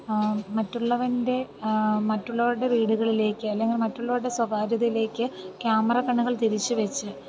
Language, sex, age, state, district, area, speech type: Malayalam, female, 30-45, Kerala, Thiruvananthapuram, rural, spontaneous